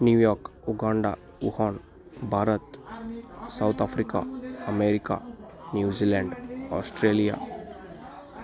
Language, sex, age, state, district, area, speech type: Kannada, male, 18-30, Karnataka, Bagalkot, rural, spontaneous